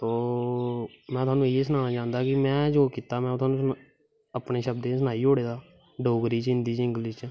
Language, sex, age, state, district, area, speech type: Dogri, male, 18-30, Jammu and Kashmir, Kathua, rural, spontaneous